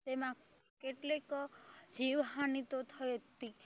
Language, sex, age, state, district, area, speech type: Gujarati, female, 18-30, Gujarat, Rajkot, rural, spontaneous